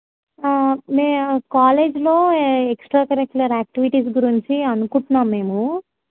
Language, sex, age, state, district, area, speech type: Telugu, female, 18-30, Telangana, Medak, urban, conversation